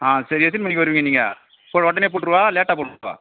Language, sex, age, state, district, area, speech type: Tamil, male, 45-60, Tamil Nadu, Viluppuram, rural, conversation